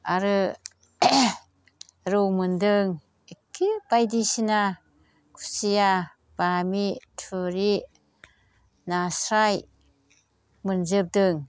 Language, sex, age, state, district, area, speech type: Bodo, female, 60+, Assam, Chirang, rural, spontaneous